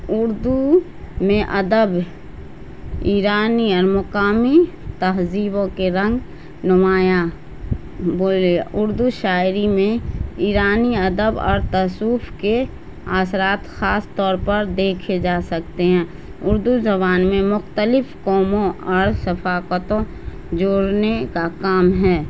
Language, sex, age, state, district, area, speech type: Urdu, female, 30-45, Bihar, Madhubani, rural, spontaneous